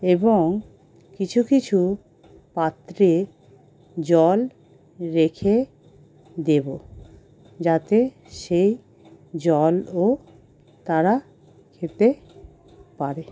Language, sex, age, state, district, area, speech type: Bengali, female, 45-60, West Bengal, Howrah, urban, spontaneous